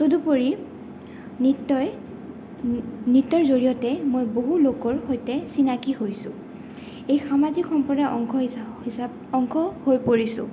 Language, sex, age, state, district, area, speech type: Assamese, female, 18-30, Assam, Goalpara, urban, spontaneous